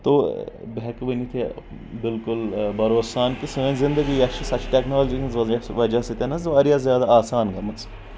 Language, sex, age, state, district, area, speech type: Kashmiri, male, 18-30, Jammu and Kashmir, Budgam, urban, spontaneous